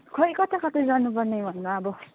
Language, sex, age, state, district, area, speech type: Nepali, female, 18-30, West Bengal, Kalimpong, rural, conversation